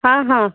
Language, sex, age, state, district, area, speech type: Odia, female, 30-45, Odisha, Nayagarh, rural, conversation